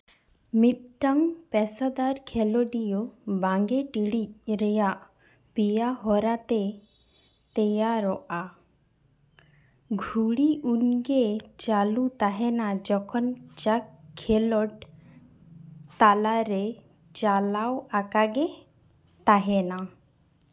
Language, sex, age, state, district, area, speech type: Santali, female, 18-30, West Bengal, Jhargram, rural, read